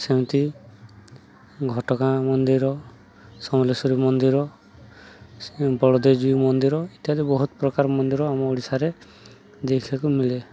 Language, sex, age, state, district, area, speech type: Odia, male, 30-45, Odisha, Subarnapur, urban, spontaneous